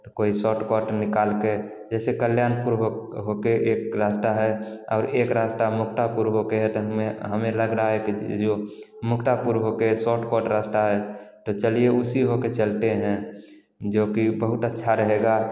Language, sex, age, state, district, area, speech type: Hindi, male, 18-30, Bihar, Samastipur, rural, spontaneous